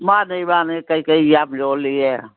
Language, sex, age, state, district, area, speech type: Manipuri, female, 60+, Manipur, Kangpokpi, urban, conversation